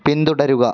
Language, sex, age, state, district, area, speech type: Malayalam, male, 18-30, Kerala, Kannur, rural, read